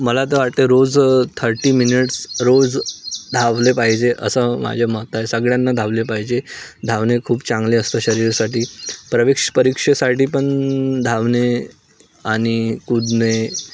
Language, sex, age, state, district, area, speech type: Marathi, male, 18-30, Maharashtra, Nagpur, rural, spontaneous